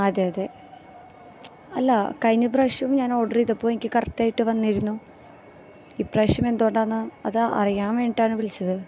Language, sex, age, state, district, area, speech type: Malayalam, female, 18-30, Kerala, Thrissur, rural, spontaneous